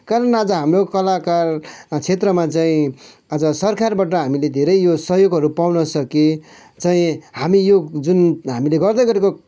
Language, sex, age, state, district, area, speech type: Nepali, male, 45-60, West Bengal, Kalimpong, rural, spontaneous